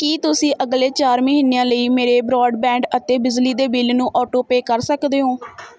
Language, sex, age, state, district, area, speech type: Punjabi, female, 30-45, Punjab, Mohali, urban, read